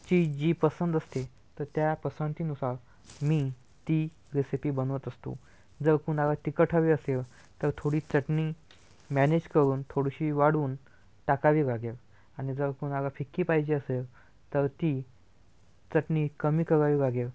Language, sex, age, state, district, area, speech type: Marathi, male, 18-30, Maharashtra, Washim, urban, spontaneous